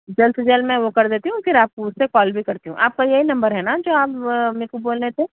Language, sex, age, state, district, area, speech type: Urdu, female, 30-45, Telangana, Hyderabad, urban, conversation